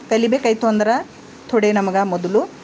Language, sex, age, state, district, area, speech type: Kannada, female, 60+, Karnataka, Bidar, urban, spontaneous